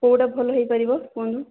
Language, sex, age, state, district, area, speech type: Odia, female, 18-30, Odisha, Jajpur, rural, conversation